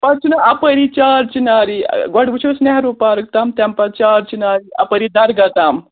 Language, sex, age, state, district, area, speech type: Kashmiri, female, 30-45, Jammu and Kashmir, Srinagar, urban, conversation